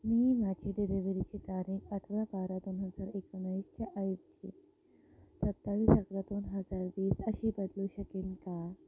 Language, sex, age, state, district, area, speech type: Marathi, female, 18-30, Maharashtra, Thane, urban, read